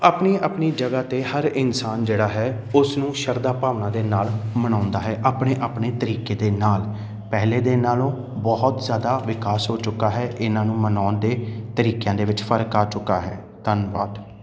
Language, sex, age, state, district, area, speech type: Punjabi, male, 30-45, Punjab, Amritsar, urban, spontaneous